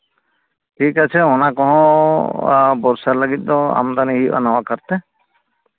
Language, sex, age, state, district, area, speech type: Santali, male, 45-60, West Bengal, Purulia, rural, conversation